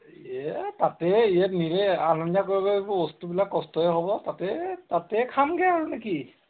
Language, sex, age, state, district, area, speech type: Assamese, male, 45-60, Assam, Golaghat, rural, conversation